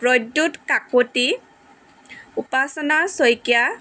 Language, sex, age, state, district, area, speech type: Assamese, female, 45-60, Assam, Dibrugarh, rural, spontaneous